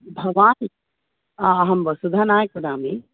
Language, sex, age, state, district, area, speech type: Sanskrit, female, 45-60, Karnataka, Dakshina Kannada, urban, conversation